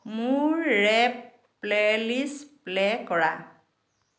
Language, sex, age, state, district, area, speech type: Assamese, female, 45-60, Assam, Dhemaji, rural, read